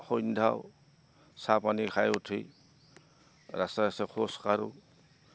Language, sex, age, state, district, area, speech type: Assamese, male, 60+, Assam, Goalpara, urban, spontaneous